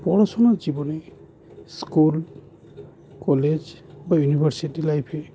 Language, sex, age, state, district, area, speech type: Bengali, male, 30-45, West Bengal, Howrah, urban, spontaneous